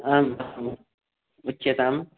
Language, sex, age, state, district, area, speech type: Sanskrit, male, 18-30, West Bengal, Purba Medinipur, rural, conversation